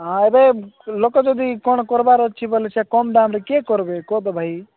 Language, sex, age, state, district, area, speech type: Odia, male, 45-60, Odisha, Nabarangpur, rural, conversation